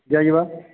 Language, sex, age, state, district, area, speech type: Odia, female, 30-45, Odisha, Balangir, urban, conversation